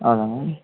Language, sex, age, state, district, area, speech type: Kannada, male, 18-30, Karnataka, Chitradurga, rural, conversation